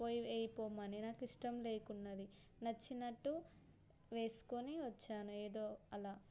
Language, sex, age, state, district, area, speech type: Telugu, female, 18-30, Telangana, Suryapet, urban, spontaneous